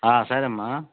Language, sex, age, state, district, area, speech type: Telugu, male, 60+, Andhra Pradesh, Nellore, rural, conversation